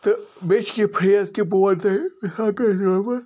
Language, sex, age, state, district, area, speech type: Kashmiri, male, 45-60, Jammu and Kashmir, Bandipora, rural, spontaneous